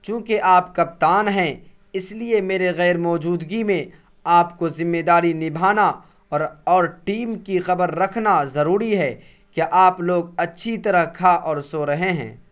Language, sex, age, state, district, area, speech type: Urdu, male, 18-30, Bihar, Purnia, rural, read